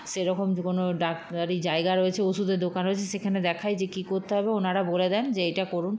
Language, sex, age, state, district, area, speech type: Bengali, female, 30-45, West Bengal, Paschim Bardhaman, rural, spontaneous